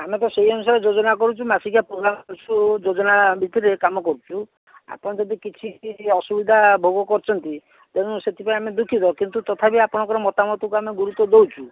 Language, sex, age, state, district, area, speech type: Odia, male, 30-45, Odisha, Bhadrak, rural, conversation